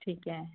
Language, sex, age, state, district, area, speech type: Punjabi, female, 30-45, Punjab, Rupnagar, urban, conversation